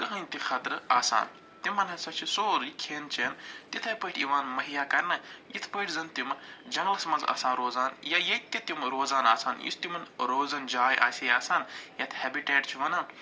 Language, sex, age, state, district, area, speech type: Kashmiri, male, 45-60, Jammu and Kashmir, Budgam, urban, spontaneous